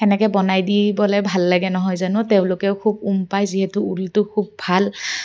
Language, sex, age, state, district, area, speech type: Assamese, female, 30-45, Assam, Kamrup Metropolitan, urban, spontaneous